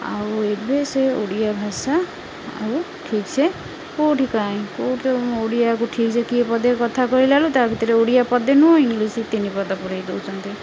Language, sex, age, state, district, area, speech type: Odia, female, 30-45, Odisha, Jagatsinghpur, rural, spontaneous